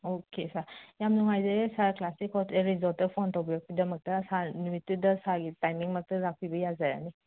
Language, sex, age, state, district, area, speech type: Manipuri, female, 45-60, Manipur, Imphal West, urban, conversation